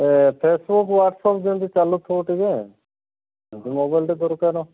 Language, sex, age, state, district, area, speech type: Odia, male, 30-45, Odisha, Kandhamal, rural, conversation